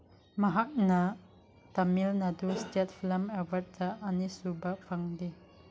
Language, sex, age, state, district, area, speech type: Manipuri, female, 18-30, Manipur, Chandel, rural, read